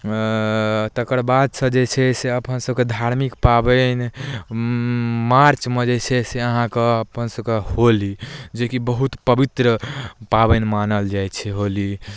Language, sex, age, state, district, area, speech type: Maithili, male, 18-30, Bihar, Darbhanga, rural, spontaneous